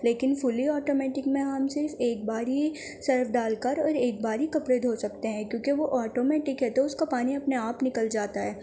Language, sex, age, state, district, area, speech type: Urdu, female, 18-30, Delhi, Central Delhi, urban, spontaneous